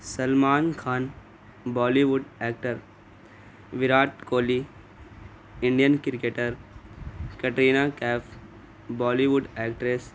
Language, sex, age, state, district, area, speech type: Urdu, male, 18-30, Bihar, Gaya, urban, spontaneous